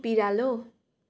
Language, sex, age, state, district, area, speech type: Nepali, female, 18-30, West Bengal, Darjeeling, rural, read